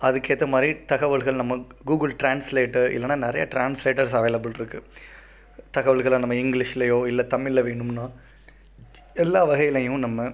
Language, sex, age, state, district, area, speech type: Tamil, male, 18-30, Tamil Nadu, Pudukkottai, rural, spontaneous